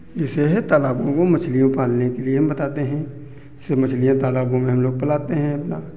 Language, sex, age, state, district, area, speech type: Hindi, male, 45-60, Uttar Pradesh, Hardoi, rural, spontaneous